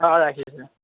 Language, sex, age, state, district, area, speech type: Assamese, male, 18-30, Assam, Morigaon, rural, conversation